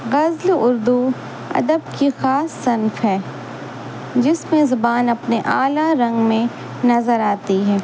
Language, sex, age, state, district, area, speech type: Urdu, female, 30-45, Bihar, Gaya, urban, spontaneous